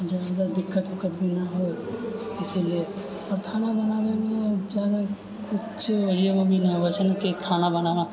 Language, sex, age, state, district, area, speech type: Maithili, male, 60+, Bihar, Purnia, rural, spontaneous